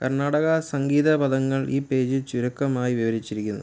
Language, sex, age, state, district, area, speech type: Malayalam, male, 30-45, Kerala, Kottayam, urban, read